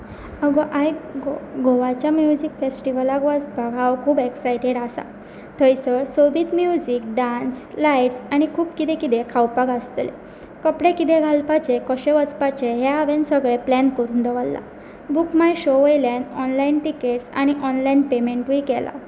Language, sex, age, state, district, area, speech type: Goan Konkani, female, 18-30, Goa, Pernem, rural, spontaneous